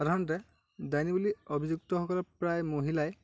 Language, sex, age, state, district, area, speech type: Assamese, male, 18-30, Assam, Lakhimpur, rural, spontaneous